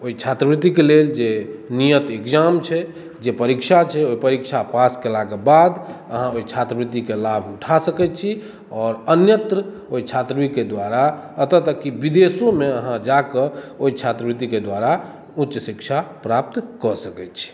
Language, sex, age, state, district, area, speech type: Maithili, male, 30-45, Bihar, Madhubani, rural, spontaneous